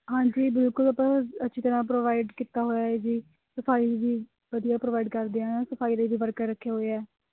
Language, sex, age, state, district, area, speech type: Punjabi, female, 18-30, Punjab, Mohali, rural, conversation